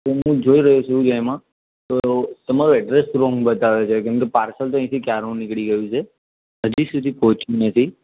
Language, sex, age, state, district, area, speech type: Gujarati, male, 18-30, Gujarat, Anand, urban, conversation